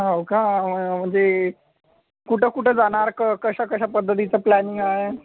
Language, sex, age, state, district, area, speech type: Marathi, male, 18-30, Maharashtra, Yavatmal, rural, conversation